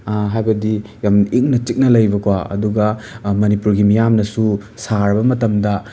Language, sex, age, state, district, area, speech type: Manipuri, male, 45-60, Manipur, Imphal East, urban, spontaneous